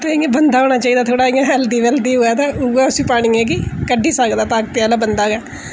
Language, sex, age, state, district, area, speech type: Dogri, female, 30-45, Jammu and Kashmir, Udhampur, urban, spontaneous